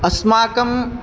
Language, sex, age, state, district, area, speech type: Sanskrit, male, 18-30, Karnataka, Uttara Kannada, rural, spontaneous